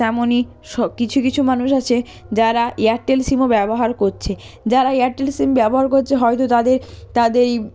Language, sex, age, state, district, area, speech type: Bengali, female, 45-60, West Bengal, Purba Medinipur, rural, spontaneous